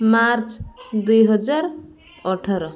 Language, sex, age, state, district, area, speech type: Odia, female, 18-30, Odisha, Koraput, urban, spontaneous